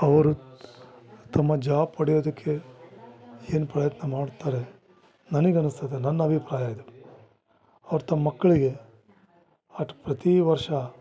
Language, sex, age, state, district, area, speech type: Kannada, male, 45-60, Karnataka, Bellary, rural, spontaneous